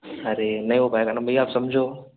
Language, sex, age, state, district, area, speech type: Hindi, male, 18-30, Madhya Pradesh, Balaghat, rural, conversation